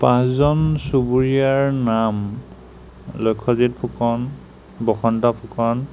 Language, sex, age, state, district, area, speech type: Assamese, male, 30-45, Assam, Sonitpur, rural, spontaneous